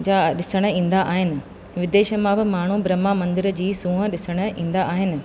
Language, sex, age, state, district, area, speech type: Sindhi, female, 45-60, Rajasthan, Ajmer, urban, spontaneous